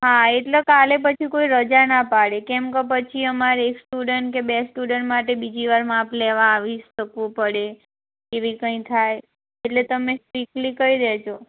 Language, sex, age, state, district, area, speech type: Gujarati, female, 18-30, Gujarat, Anand, rural, conversation